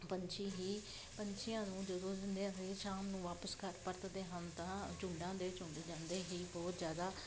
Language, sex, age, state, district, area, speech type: Punjabi, female, 30-45, Punjab, Jalandhar, urban, spontaneous